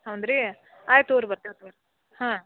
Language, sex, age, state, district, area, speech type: Kannada, female, 60+, Karnataka, Belgaum, rural, conversation